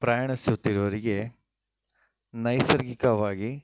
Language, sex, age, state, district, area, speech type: Kannada, male, 30-45, Karnataka, Shimoga, rural, spontaneous